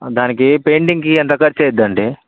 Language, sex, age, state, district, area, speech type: Telugu, male, 18-30, Telangana, Bhadradri Kothagudem, urban, conversation